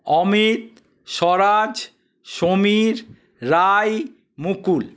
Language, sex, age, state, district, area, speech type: Bengali, male, 60+, West Bengal, Paschim Bardhaman, urban, spontaneous